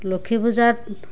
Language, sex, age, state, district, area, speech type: Assamese, female, 30-45, Assam, Barpeta, rural, spontaneous